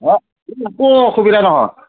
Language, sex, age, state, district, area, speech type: Assamese, male, 30-45, Assam, Sivasagar, rural, conversation